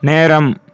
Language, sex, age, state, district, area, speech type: Tamil, male, 30-45, Tamil Nadu, Cuddalore, rural, read